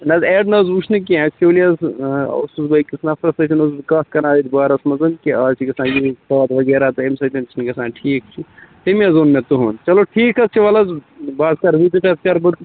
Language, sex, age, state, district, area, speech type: Kashmiri, male, 30-45, Jammu and Kashmir, Bandipora, rural, conversation